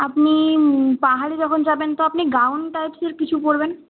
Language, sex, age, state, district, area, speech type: Bengali, female, 18-30, West Bengal, Purulia, rural, conversation